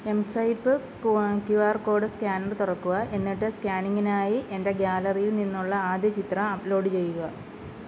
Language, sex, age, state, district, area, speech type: Malayalam, female, 30-45, Kerala, Alappuzha, rural, read